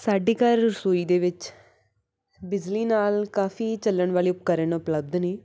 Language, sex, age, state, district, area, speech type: Punjabi, female, 18-30, Punjab, Patiala, urban, spontaneous